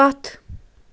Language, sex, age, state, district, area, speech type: Kashmiri, female, 30-45, Jammu and Kashmir, Srinagar, urban, read